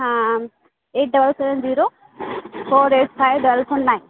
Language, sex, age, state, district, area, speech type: Hindi, female, 18-30, Madhya Pradesh, Hoshangabad, rural, conversation